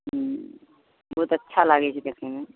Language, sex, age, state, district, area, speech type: Maithili, female, 60+, Bihar, Araria, rural, conversation